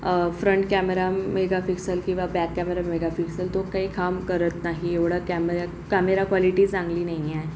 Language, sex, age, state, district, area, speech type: Marathi, female, 45-60, Maharashtra, Akola, urban, spontaneous